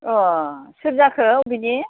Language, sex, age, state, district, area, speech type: Bodo, female, 45-60, Assam, Baksa, rural, conversation